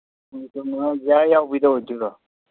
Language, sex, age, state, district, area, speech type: Manipuri, male, 30-45, Manipur, Kangpokpi, urban, conversation